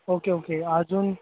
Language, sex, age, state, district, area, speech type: Marathi, male, 18-30, Maharashtra, Ratnagiri, urban, conversation